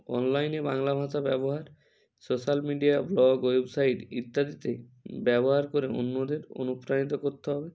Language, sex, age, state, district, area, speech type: Bengali, male, 30-45, West Bengal, Hooghly, urban, spontaneous